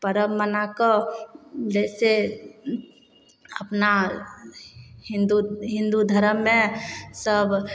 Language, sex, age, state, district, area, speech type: Maithili, female, 18-30, Bihar, Samastipur, urban, spontaneous